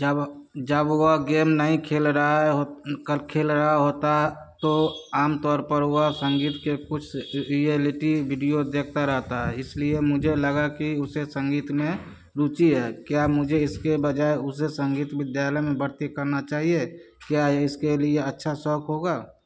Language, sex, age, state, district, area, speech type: Hindi, male, 30-45, Bihar, Vaishali, urban, read